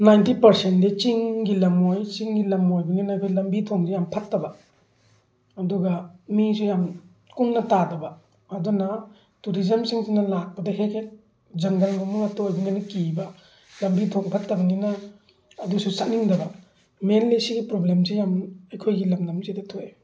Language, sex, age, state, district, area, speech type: Manipuri, male, 45-60, Manipur, Thoubal, rural, spontaneous